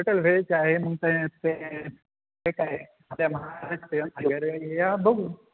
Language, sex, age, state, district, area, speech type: Marathi, male, 18-30, Maharashtra, Ahmednagar, rural, conversation